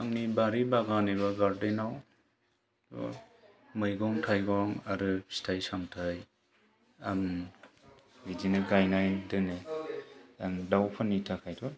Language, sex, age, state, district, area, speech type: Bodo, male, 30-45, Assam, Kokrajhar, rural, spontaneous